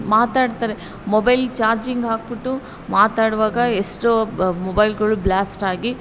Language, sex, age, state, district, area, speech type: Kannada, female, 45-60, Karnataka, Ramanagara, rural, spontaneous